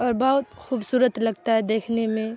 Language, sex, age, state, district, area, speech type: Urdu, female, 18-30, Bihar, Darbhanga, rural, spontaneous